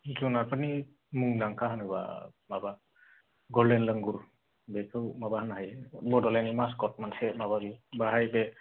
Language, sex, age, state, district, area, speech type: Bodo, male, 18-30, Assam, Kokrajhar, rural, conversation